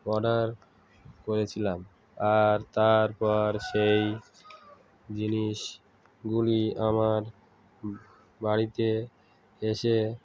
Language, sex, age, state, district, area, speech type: Bengali, male, 45-60, West Bengal, Uttar Dinajpur, urban, spontaneous